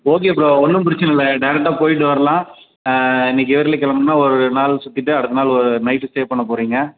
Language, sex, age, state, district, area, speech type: Tamil, male, 30-45, Tamil Nadu, Dharmapuri, rural, conversation